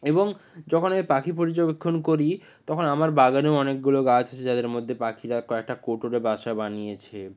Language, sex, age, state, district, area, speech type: Bengali, male, 60+, West Bengal, Nadia, rural, spontaneous